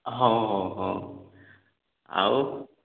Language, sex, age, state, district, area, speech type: Odia, male, 30-45, Odisha, Koraput, urban, conversation